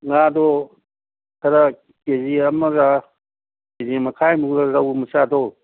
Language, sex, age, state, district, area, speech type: Manipuri, male, 60+, Manipur, Kangpokpi, urban, conversation